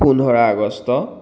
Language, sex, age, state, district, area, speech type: Assamese, male, 30-45, Assam, Dhemaji, rural, spontaneous